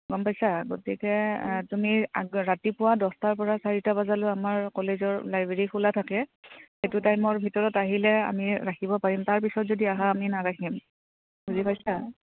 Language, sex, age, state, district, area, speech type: Assamese, female, 30-45, Assam, Udalguri, rural, conversation